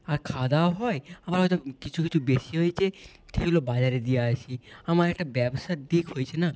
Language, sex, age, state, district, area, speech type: Bengali, male, 18-30, West Bengal, Nadia, rural, spontaneous